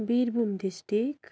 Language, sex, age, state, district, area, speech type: Nepali, female, 30-45, West Bengal, Darjeeling, rural, spontaneous